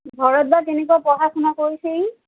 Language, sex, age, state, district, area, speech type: Assamese, female, 45-60, Assam, Sonitpur, rural, conversation